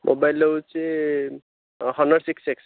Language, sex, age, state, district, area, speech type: Odia, male, 30-45, Odisha, Ganjam, urban, conversation